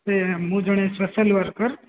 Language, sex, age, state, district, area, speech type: Odia, male, 18-30, Odisha, Koraput, urban, conversation